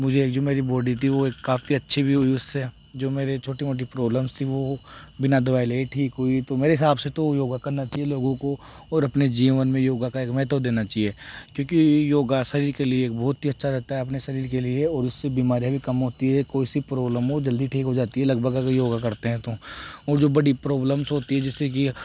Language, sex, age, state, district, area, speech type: Hindi, male, 18-30, Rajasthan, Jaipur, urban, spontaneous